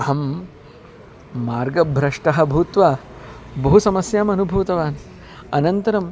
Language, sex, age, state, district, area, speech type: Sanskrit, male, 30-45, Karnataka, Bangalore Urban, urban, spontaneous